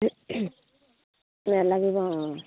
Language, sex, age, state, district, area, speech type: Assamese, female, 30-45, Assam, Charaideo, rural, conversation